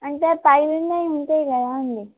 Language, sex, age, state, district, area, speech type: Telugu, female, 18-30, Telangana, Komaram Bheem, urban, conversation